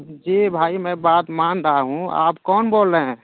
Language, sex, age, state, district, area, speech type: Urdu, male, 30-45, Bihar, Purnia, rural, conversation